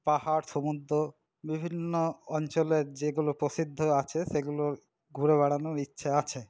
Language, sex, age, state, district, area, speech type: Bengali, male, 45-60, West Bengal, Paschim Bardhaman, rural, spontaneous